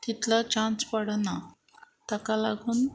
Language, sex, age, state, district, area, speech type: Goan Konkani, female, 30-45, Goa, Murmgao, rural, spontaneous